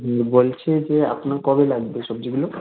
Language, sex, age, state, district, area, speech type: Bengali, male, 18-30, West Bengal, Birbhum, urban, conversation